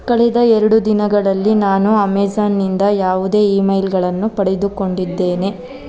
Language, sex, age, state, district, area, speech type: Kannada, female, 18-30, Karnataka, Kolar, rural, read